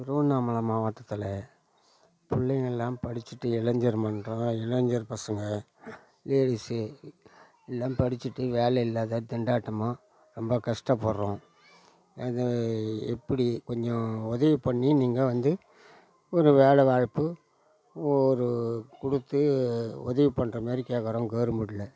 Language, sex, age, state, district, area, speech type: Tamil, male, 60+, Tamil Nadu, Tiruvannamalai, rural, spontaneous